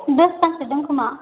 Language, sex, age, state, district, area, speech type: Bodo, female, 18-30, Assam, Chirang, rural, conversation